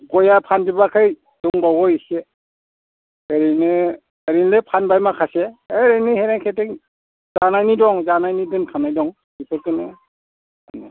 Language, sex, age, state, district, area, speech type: Bodo, male, 60+, Assam, Udalguri, rural, conversation